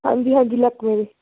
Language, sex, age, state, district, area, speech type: Punjabi, female, 18-30, Punjab, Hoshiarpur, rural, conversation